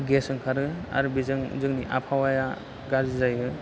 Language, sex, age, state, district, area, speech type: Bodo, male, 30-45, Assam, Chirang, rural, spontaneous